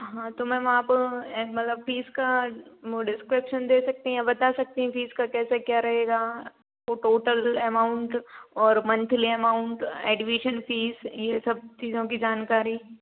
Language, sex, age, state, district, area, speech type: Hindi, female, 18-30, Madhya Pradesh, Narsinghpur, rural, conversation